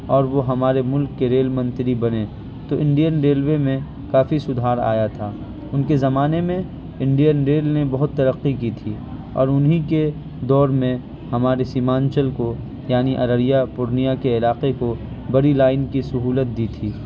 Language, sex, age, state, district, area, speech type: Urdu, male, 18-30, Bihar, Purnia, rural, spontaneous